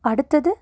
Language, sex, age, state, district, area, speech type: Tamil, female, 18-30, Tamil Nadu, Nilgiris, urban, read